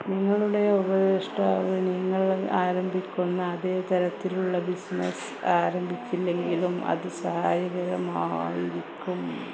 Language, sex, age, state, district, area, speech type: Malayalam, female, 30-45, Kerala, Malappuram, rural, read